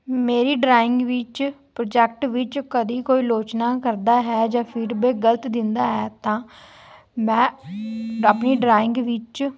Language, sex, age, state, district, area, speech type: Punjabi, female, 18-30, Punjab, Fazilka, rural, spontaneous